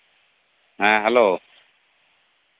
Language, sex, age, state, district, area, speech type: Santali, male, 45-60, West Bengal, Birbhum, rural, conversation